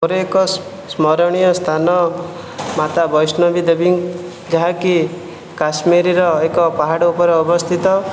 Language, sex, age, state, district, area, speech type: Odia, male, 18-30, Odisha, Jajpur, rural, spontaneous